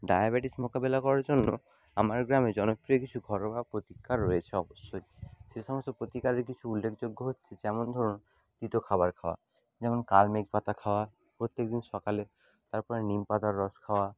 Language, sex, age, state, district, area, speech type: Bengali, male, 60+, West Bengal, Jhargram, rural, spontaneous